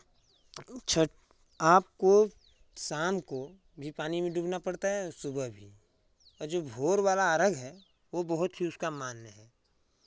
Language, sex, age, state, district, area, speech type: Hindi, male, 18-30, Uttar Pradesh, Chandauli, rural, spontaneous